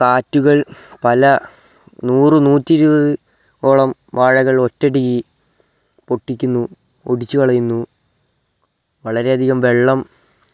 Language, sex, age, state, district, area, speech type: Malayalam, male, 18-30, Kerala, Wayanad, rural, spontaneous